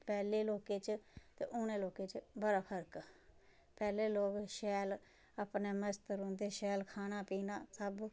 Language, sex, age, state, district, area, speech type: Dogri, female, 30-45, Jammu and Kashmir, Samba, rural, spontaneous